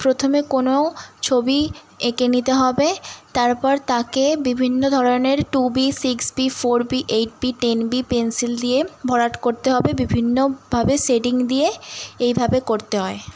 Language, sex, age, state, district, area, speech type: Bengali, female, 18-30, West Bengal, Howrah, urban, spontaneous